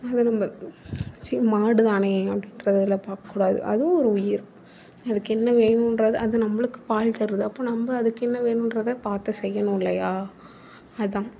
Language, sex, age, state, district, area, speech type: Tamil, female, 18-30, Tamil Nadu, Tiruvarur, urban, spontaneous